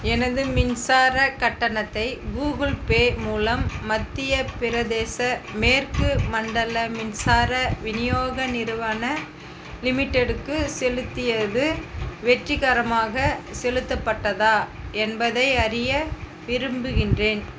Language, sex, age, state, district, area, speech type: Tamil, female, 60+, Tamil Nadu, Viluppuram, rural, read